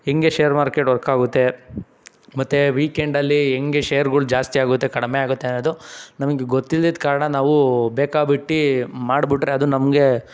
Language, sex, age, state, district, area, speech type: Kannada, male, 18-30, Karnataka, Tumkur, urban, spontaneous